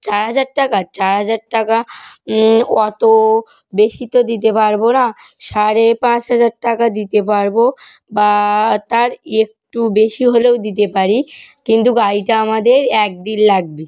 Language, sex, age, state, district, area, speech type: Bengali, female, 18-30, West Bengal, North 24 Parganas, rural, spontaneous